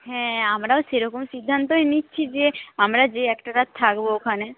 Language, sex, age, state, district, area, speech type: Bengali, female, 18-30, West Bengal, Paschim Medinipur, rural, conversation